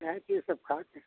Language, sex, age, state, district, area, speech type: Hindi, male, 60+, Uttar Pradesh, Lucknow, rural, conversation